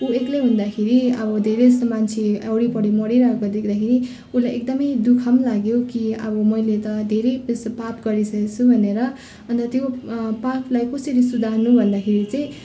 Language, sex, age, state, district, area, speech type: Nepali, female, 30-45, West Bengal, Darjeeling, rural, spontaneous